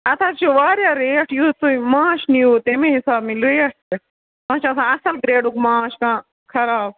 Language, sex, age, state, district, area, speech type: Kashmiri, female, 18-30, Jammu and Kashmir, Budgam, rural, conversation